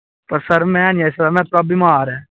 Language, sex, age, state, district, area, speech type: Dogri, male, 18-30, Jammu and Kashmir, Samba, rural, conversation